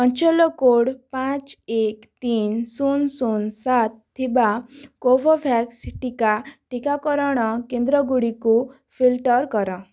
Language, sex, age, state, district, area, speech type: Odia, female, 18-30, Odisha, Kalahandi, rural, read